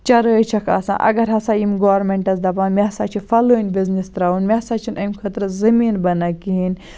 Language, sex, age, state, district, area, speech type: Kashmiri, female, 18-30, Jammu and Kashmir, Baramulla, rural, spontaneous